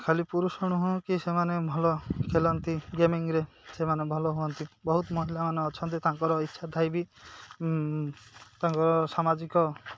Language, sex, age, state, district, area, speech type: Odia, male, 30-45, Odisha, Malkangiri, urban, spontaneous